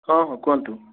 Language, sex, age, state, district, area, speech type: Odia, male, 18-30, Odisha, Rayagada, urban, conversation